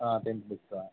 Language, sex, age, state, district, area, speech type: Telugu, male, 18-30, Telangana, Jangaon, urban, conversation